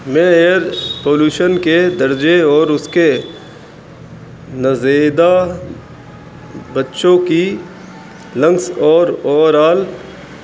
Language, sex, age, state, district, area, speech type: Urdu, male, 18-30, Uttar Pradesh, Rampur, urban, spontaneous